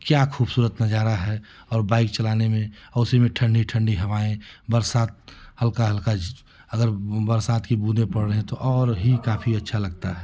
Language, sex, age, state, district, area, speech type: Hindi, male, 30-45, Uttar Pradesh, Chandauli, urban, spontaneous